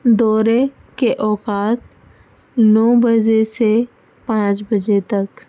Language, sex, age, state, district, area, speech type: Urdu, female, 30-45, Delhi, North East Delhi, urban, spontaneous